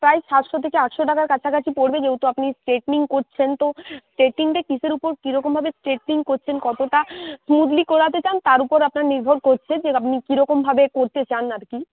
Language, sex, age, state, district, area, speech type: Bengali, female, 18-30, West Bengal, Uttar Dinajpur, rural, conversation